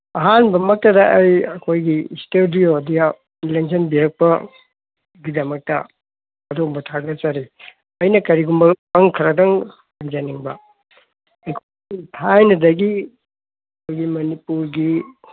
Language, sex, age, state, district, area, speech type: Manipuri, male, 60+, Manipur, Kangpokpi, urban, conversation